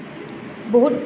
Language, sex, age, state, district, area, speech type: Assamese, female, 18-30, Assam, Nalbari, rural, spontaneous